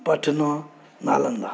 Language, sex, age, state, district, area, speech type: Maithili, male, 45-60, Bihar, Saharsa, urban, spontaneous